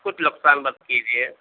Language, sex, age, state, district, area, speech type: Urdu, male, 45-60, Telangana, Hyderabad, urban, conversation